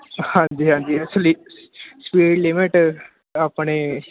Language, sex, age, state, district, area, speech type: Punjabi, male, 18-30, Punjab, Ludhiana, urban, conversation